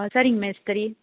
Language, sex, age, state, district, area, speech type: Tamil, female, 18-30, Tamil Nadu, Krishnagiri, rural, conversation